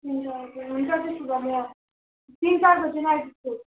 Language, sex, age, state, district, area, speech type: Nepali, female, 18-30, West Bengal, Kalimpong, rural, conversation